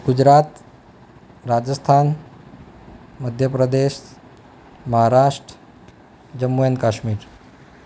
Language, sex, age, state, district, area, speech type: Gujarati, male, 30-45, Gujarat, Ahmedabad, urban, spontaneous